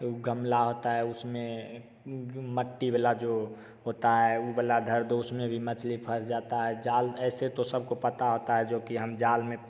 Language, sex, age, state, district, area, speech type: Hindi, male, 18-30, Bihar, Begusarai, rural, spontaneous